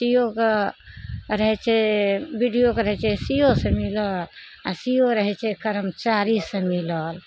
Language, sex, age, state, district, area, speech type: Maithili, female, 60+, Bihar, Araria, rural, spontaneous